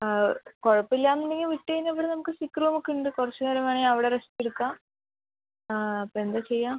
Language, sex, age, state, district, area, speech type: Malayalam, female, 18-30, Kerala, Palakkad, rural, conversation